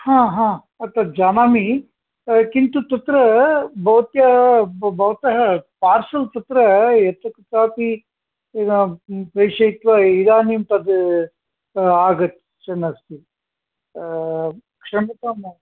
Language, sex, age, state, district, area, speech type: Sanskrit, male, 60+, Karnataka, Mysore, urban, conversation